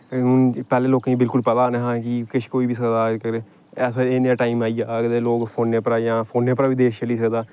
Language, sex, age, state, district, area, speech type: Dogri, male, 18-30, Jammu and Kashmir, Reasi, rural, spontaneous